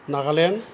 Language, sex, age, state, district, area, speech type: Bodo, male, 60+, Assam, Chirang, rural, spontaneous